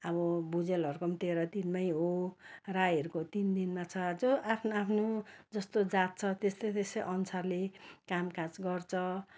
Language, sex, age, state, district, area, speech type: Nepali, female, 60+, West Bengal, Darjeeling, rural, spontaneous